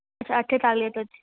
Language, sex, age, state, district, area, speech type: Sindhi, female, 18-30, Delhi, South Delhi, urban, conversation